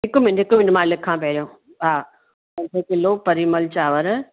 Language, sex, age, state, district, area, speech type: Sindhi, female, 60+, Gujarat, Surat, urban, conversation